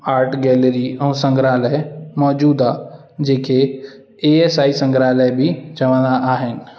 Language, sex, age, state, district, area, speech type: Sindhi, male, 18-30, Madhya Pradesh, Katni, urban, spontaneous